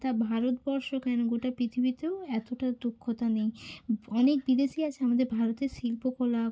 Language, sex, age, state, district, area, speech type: Bengali, female, 30-45, West Bengal, Hooghly, urban, spontaneous